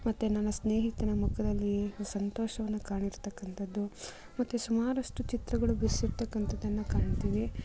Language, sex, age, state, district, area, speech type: Kannada, female, 30-45, Karnataka, Kolar, rural, spontaneous